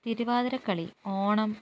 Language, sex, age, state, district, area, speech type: Malayalam, female, 18-30, Kerala, Wayanad, rural, spontaneous